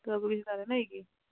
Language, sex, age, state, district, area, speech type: Odia, female, 60+, Odisha, Angul, rural, conversation